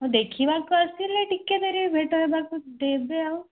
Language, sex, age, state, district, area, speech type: Odia, female, 18-30, Odisha, Sundergarh, urban, conversation